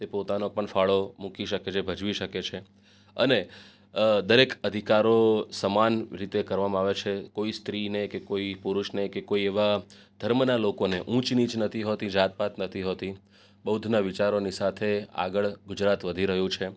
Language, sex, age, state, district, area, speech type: Gujarati, male, 30-45, Gujarat, Surat, urban, spontaneous